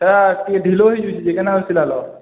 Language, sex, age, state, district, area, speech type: Odia, male, 18-30, Odisha, Balangir, urban, conversation